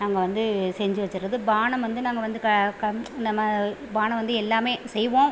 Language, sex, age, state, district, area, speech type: Tamil, female, 30-45, Tamil Nadu, Pudukkottai, rural, spontaneous